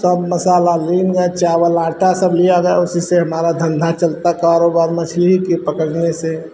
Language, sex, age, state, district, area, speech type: Hindi, male, 60+, Uttar Pradesh, Hardoi, rural, spontaneous